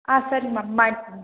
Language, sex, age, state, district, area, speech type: Kannada, female, 18-30, Karnataka, Hassan, urban, conversation